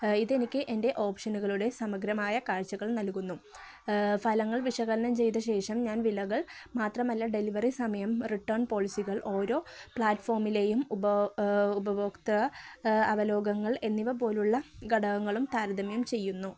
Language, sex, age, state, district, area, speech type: Malayalam, female, 18-30, Kerala, Kozhikode, rural, spontaneous